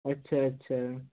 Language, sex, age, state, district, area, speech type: Punjabi, male, 18-30, Punjab, Hoshiarpur, rural, conversation